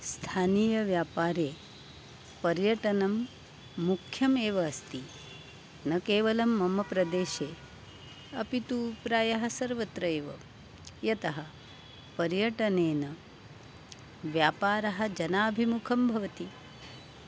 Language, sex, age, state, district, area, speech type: Sanskrit, female, 60+, Maharashtra, Nagpur, urban, spontaneous